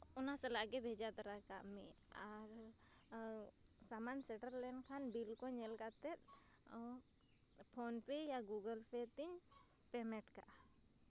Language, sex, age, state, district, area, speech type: Santali, female, 30-45, Jharkhand, Seraikela Kharsawan, rural, spontaneous